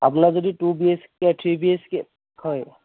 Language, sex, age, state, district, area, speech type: Assamese, male, 30-45, Assam, Kamrup Metropolitan, urban, conversation